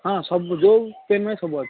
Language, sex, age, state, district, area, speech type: Odia, male, 18-30, Odisha, Ganjam, urban, conversation